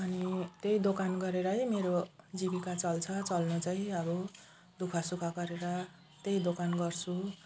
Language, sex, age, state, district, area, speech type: Nepali, female, 45-60, West Bengal, Jalpaiguri, urban, spontaneous